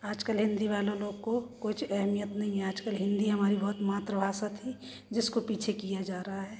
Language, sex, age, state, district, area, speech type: Hindi, female, 45-60, Madhya Pradesh, Jabalpur, urban, spontaneous